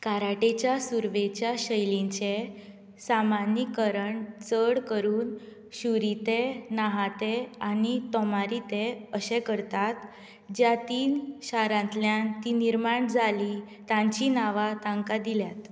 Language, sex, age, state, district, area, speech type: Goan Konkani, female, 18-30, Goa, Bardez, rural, read